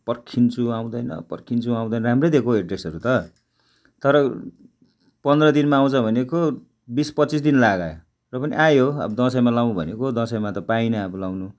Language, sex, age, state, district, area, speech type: Nepali, male, 60+, West Bengal, Darjeeling, rural, spontaneous